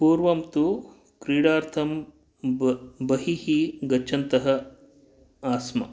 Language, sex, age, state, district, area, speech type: Sanskrit, male, 45-60, Karnataka, Dakshina Kannada, urban, spontaneous